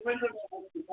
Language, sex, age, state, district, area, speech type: Kashmiri, male, 18-30, Jammu and Kashmir, Baramulla, rural, conversation